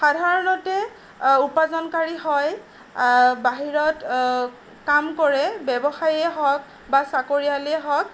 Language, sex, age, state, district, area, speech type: Assamese, female, 60+, Assam, Nagaon, rural, spontaneous